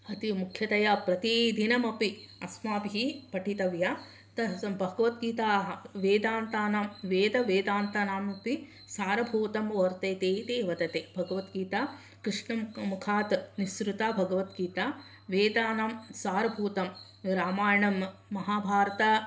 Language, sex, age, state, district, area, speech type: Sanskrit, female, 60+, Karnataka, Mysore, urban, spontaneous